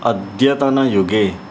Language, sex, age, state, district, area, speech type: Sanskrit, male, 30-45, Karnataka, Uttara Kannada, urban, spontaneous